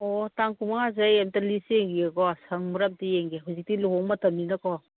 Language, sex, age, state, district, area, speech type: Manipuri, female, 45-60, Manipur, Churachandpur, rural, conversation